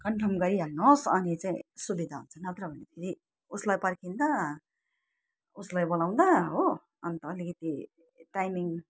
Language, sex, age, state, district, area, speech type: Nepali, female, 60+, West Bengal, Alipurduar, urban, spontaneous